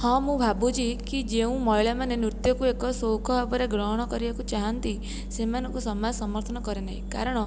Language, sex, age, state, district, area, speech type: Odia, female, 18-30, Odisha, Jajpur, rural, spontaneous